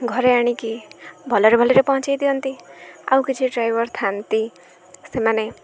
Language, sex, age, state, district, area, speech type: Odia, female, 18-30, Odisha, Jagatsinghpur, rural, spontaneous